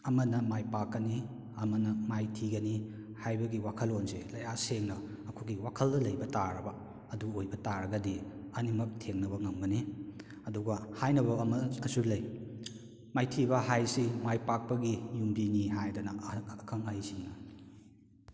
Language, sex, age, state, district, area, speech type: Manipuri, male, 30-45, Manipur, Kakching, rural, spontaneous